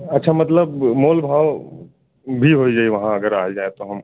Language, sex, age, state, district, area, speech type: Hindi, male, 18-30, Delhi, New Delhi, urban, conversation